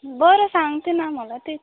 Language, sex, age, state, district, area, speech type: Marathi, female, 18-30, Maharashtra, Amravati, rural, conversation